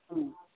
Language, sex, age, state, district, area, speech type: Kannada, male, 60+, Karnataka, Vijayanagara, rural, conversation